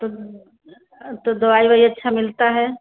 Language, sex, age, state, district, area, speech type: Hindi, female, 30-45, Uttar Pradesh, Ghazipur, urban, conversation